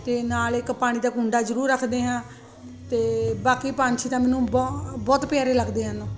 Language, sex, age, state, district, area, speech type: Punjabi, female, 45-60, Punjab, Ludhiana, urban, spontaneous